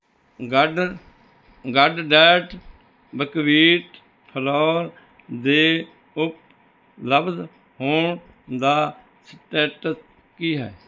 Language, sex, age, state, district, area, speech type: Punjabi, male, 60+, Punjab, Rupnagar, urban, read